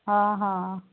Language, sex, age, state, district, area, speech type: Odia, female, 60+, Odisha, Angul, rural, conversation